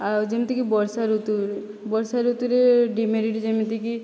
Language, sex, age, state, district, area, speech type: Odia, female, 18-30, Odisha, Boudh, rural, spontaneous